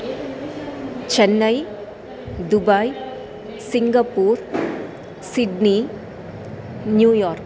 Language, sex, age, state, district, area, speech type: Sanskrit, female, 30-45, Andhra Pradesh, Chittoor, urban, spontaneous